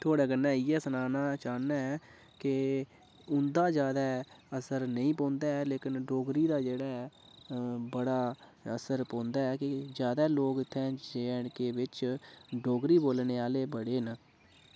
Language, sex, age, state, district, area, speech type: Dogri, male, 18-30, Jammu and Kashmir, Udhampur, rural, spontaneous